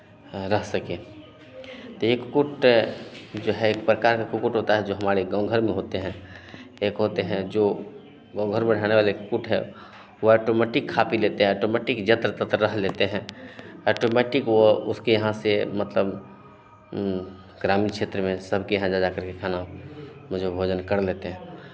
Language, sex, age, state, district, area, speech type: Hindi, male, 30-45, Bihar, Madhepura, rural, spontaneous